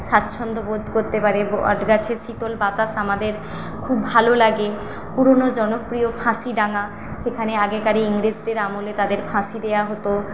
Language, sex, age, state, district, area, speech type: Bengali, female, 18-30, West Bengal, Paschim Medinipur, rural, spontaneous